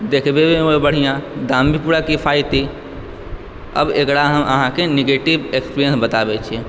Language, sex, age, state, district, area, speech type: Maithili, male, 18-30, Bihar, Purnia, urban, spontaneous